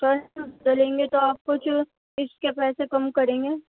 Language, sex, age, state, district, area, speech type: Urdu, female, 45-60, Delhi, Central Delhi, urban, conversation